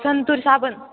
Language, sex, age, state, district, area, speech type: Marathi, female, 18-30, Maharashtra, Ahmednagar, urban, conversation